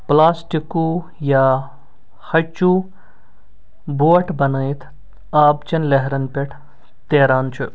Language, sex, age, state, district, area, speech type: Kashmiri, male, 45-60, Jammu and Kashmir, Srinagar, urban, spontaneous